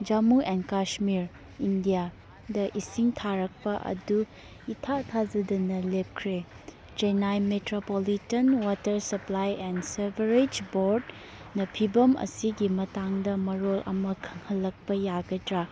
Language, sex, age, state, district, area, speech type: Manipuri, female, 18-30, Manipur, Churachandpur, rural, read